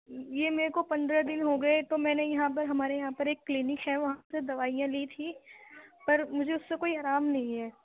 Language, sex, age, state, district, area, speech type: Urdu, female, 18-30, Delhi, Central Delhi, rural, conversation